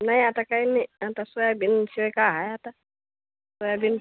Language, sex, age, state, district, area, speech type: Marathi, female, 30-45, Maharashtra, Washim, rural, conversation